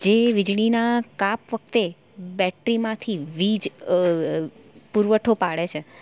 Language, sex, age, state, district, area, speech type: Gujarati, female, 30-45, Gujarat, Valsad, rural, spontaneous